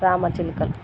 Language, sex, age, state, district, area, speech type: Telugu, female, 30-45, Telangana, Warangal, rural, spontaneous